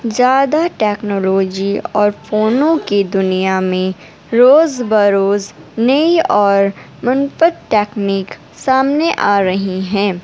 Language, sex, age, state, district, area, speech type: Urdu, female, 18-30, Delhi, North East Delhi, urban, spontaneous